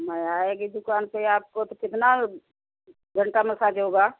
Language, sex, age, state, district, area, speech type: Hindi, female, 60+, Uttar Pradesh, Jaunpur, rural, conversation